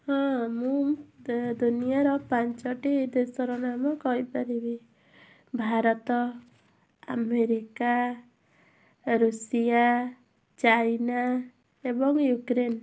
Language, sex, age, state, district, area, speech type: Odia, female, 18-30, Odisha, Bhadrak, rural, spontaneous